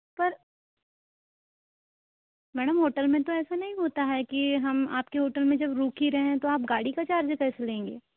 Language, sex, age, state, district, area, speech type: Hindi, female, 60+, Madhya Pradesh, Balaghat, rural, conversation